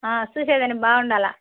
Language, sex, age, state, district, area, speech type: Telugu, female, 60+, Andhra Pradesh, Nellore, rural, conversation